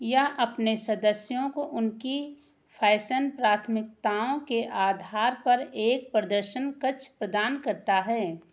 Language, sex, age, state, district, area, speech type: Hindi, female, 60+, Uttar Pradesh, Ayodhya, rural, read